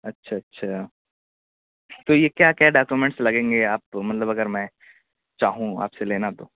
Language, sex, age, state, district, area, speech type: Urdu, male, 18-30, Uttar Pradesh, Siddharthnagar, rural, conversation